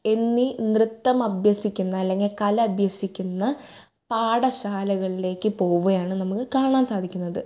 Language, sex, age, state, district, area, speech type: Malayalam, female, 18-30, Kerala, Thrissur, urban, spontaneous